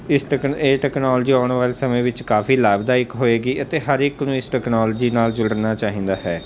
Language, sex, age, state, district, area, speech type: Punjabi, male, 18-30, Punjab, Mansa, urban, spontaneous